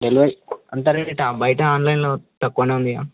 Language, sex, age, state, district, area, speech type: Telugu, male, 18-30, Telangana, Jangaon, urban, conversation